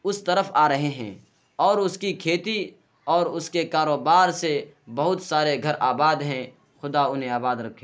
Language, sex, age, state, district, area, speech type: Urdu, male, 18-30, Bihar, Purnia, rural, spontaneous